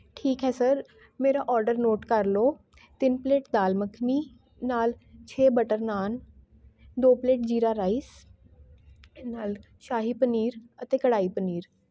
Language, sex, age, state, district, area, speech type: Punjabi, female, 18-30, Punjab, Shaheed Bhagat Singh Nagar, urban, spontaneous